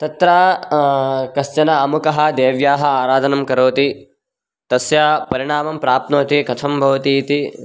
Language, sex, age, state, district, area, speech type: Sanskrit, male, 18-30, Karnataka, Raichur, rural, spontaneous